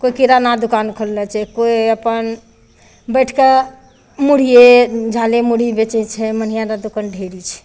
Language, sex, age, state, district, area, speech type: Maithili, female, 60+, Bihar, Madhepura, urban, spontaneous